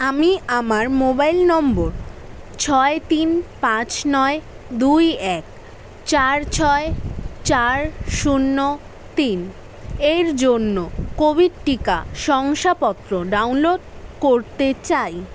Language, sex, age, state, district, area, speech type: Bengali, female, 18-30, West Bengal, South 24 Parganas, urban, read